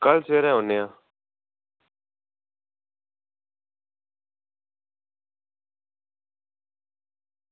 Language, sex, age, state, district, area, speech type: Dogri, male, 30-45, Jammu and Kashmir, Udhampur, rural, conversation